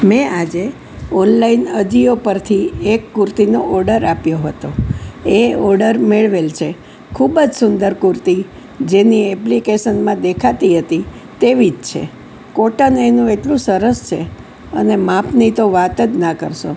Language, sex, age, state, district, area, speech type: Gujarati, female, 60+, Gujarat, Kheda, rural, spontaneous